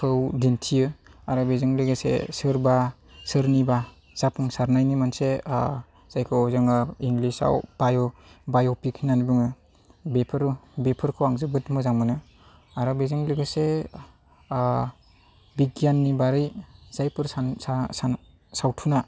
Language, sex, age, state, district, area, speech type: Bodo, male, 30-45, Assam, Chirang, urban, spontaneous